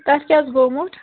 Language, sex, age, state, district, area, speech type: Kashmiri, female, 18-30, Jammu and Kashmir, Srinagar, rural, conversation